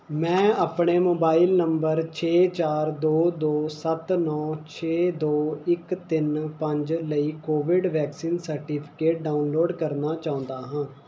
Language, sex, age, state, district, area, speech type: Punjabi, male, 18-30, Punjab, Mohali, urban, read